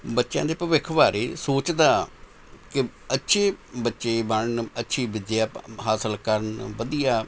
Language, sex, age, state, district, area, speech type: Punjabi, male, 60+, Punjab, Mohali, urban, spontaneous